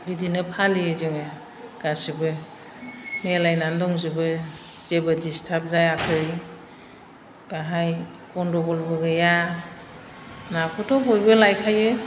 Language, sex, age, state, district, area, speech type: Bodo, female, 60+, Assam, Chirang, urban, spontaneous